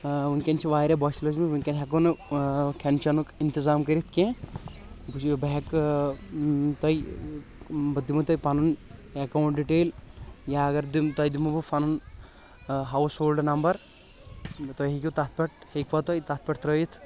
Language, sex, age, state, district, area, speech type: Kashmiri, male, 18-30, Jammu and Kashmir, Shopian, urban, spontaneous